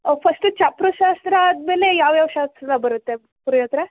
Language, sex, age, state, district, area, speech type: Kannada, female, 18-30, Karnataka, Mysore, rural, conversation